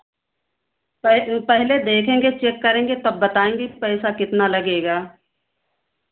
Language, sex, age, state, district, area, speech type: Hindi, female, 60+, Uttar Pradesh, Ayodhya, rural, conversation